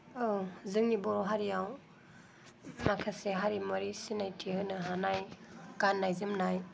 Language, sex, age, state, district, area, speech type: Bodo, female, 18-30, Assam, Kokrajhar, rural, spontaneous